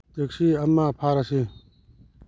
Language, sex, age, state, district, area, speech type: Manipuri, male, 18-30, Manipur, Churachandpur, rural, read